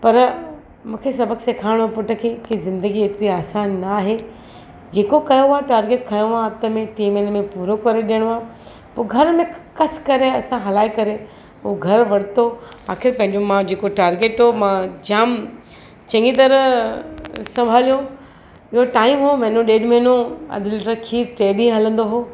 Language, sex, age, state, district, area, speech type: Sindhi, female, 45-60, Maharashtra, Mumbai Suburban, urban, spontaneous